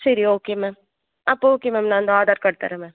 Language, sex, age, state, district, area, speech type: Tamil, female, 45-60, Tamil Nadu, Tiruvarur, rural, conversation